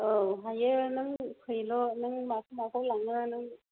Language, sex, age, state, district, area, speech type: Bodo, female, 60+, Assam, Chirang, rural, conversation